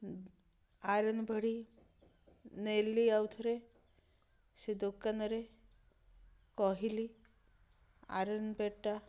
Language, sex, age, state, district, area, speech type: Odia, female, 60+, Odisha, Ganjam, urban, spontaneous